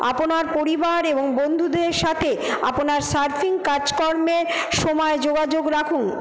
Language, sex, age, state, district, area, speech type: Bengali, female, 45-60, West Bengal, Paschim Bardhaman, urban, spontaneous